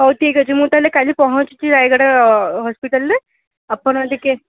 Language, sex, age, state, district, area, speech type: Odia, female, 18-30, Odisha, Rayagada, rural, conversation